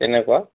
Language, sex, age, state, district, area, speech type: Assamese, male, 45-60, Assam, Sivasagar, rural, conversation